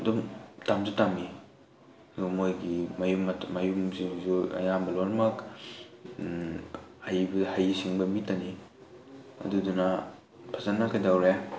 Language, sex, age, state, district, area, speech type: Manipuri, male, 18-30, Manipur, Tengnoupal, rural, spontaneous